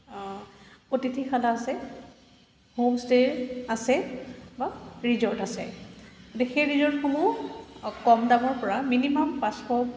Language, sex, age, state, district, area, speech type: Assamese, female, 30-45, Assam, Kamrup Metropolitan, urban, spontaneous